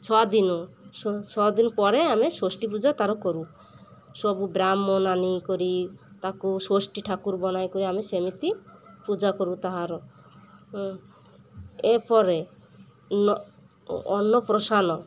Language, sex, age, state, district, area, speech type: Odia, female, 30-45, Odisha, Malkangiri, urban, spontaneous